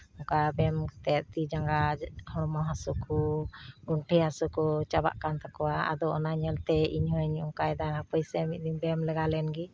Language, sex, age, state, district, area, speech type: Santali, female, 45-60, West Bengal, Uttar Dinajpur, rural, spontaneous